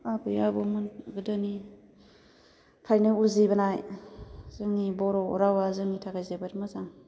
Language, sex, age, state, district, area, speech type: Bodo, female, 30-45, Assam, Baksa, rural, spontaneous